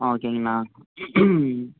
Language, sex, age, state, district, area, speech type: Tamil, male, 18-30, Tamil Nadu, Coimbatore, urban, conversation